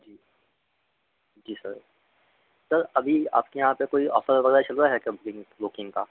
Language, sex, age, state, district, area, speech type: Hindi, male, 30-45, Madhya Pradesh, Harda, urban, conversation